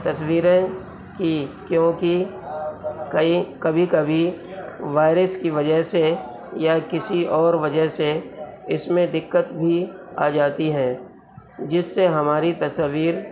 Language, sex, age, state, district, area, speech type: Urdu, male, 45-60, Uttar Pradesh, Gautam Buddha Nagar, rural, spontaneous